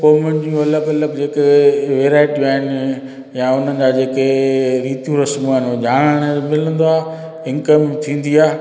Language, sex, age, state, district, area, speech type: Sindhi, male, 45-60, Gujarat, Junagadh, urban, spontaneous